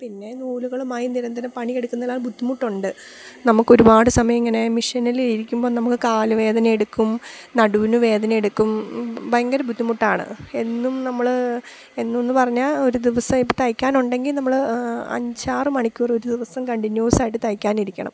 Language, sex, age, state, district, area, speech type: Malayalam, female, 30-45, Kerala, Idukki, rural, spontaneous